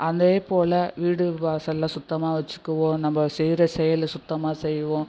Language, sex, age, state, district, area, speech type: Tamil, female, 60+, Tamil Nadu, Nagapattinam, rural, spontaneous